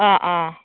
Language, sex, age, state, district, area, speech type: Bodo, female, 30-45, Assam, Baksa, rural, conversation